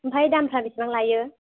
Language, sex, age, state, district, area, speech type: Bodo, female, 18-30, Assam, Chirang, urban, conversation